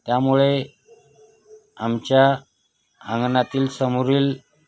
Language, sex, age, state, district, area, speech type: Marathi, male, 45-60, Maharashtra, Osmanabad, rural, spontaneous